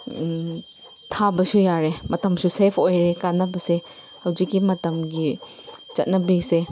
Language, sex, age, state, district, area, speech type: Manipuri, female, 45-60, Manipur, Chandel, rural, spontaneous